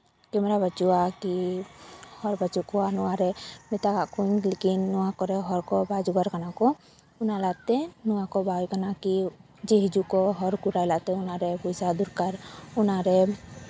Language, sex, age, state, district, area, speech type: Santali, female, 18-30, West Bengal, Paschim Bardhaman, rural, spontaneous